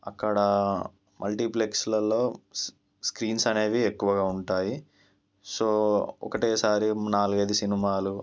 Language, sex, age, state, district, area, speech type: Telugu, male, 18-30, Telangana, Ranga Reddy, rural, spontaneous